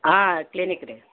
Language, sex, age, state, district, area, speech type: Kannada, female, 60+, Karnataka, Gulbarga, urban, conversation